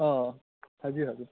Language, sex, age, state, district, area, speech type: Manipuri, male, 18-30, Manipur, Kakching, rural, conversation